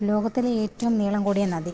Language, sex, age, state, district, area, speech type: Malayalam, female, 30-45, Kerala, Pathanamthitta, rural, read